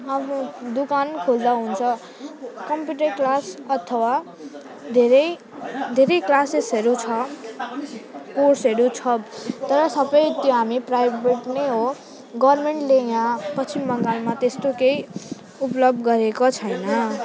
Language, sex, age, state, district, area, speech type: Nepali, female, 18-30, West Bengal, Alipurduar, urban, spontaneous